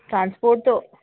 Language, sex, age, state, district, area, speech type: Hindi, female, 30-45, Madhya Pradesh, Jabalpur, urban, conversation